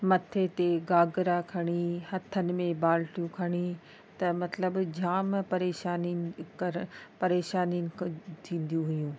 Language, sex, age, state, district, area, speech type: Sindhi, female, 30-45, Rajasthan, Ajmer, urban, spontaneous